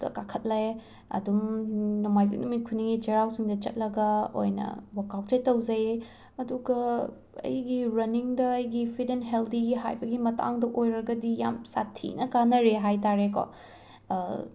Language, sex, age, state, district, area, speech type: Manipuri, female, 18-30, Manipur, Imphal West, rural, spontaneous